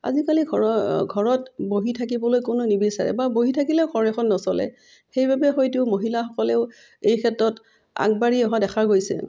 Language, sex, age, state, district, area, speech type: Assamese, female, 45-60, Assam, Udalguri, rural, spontaneous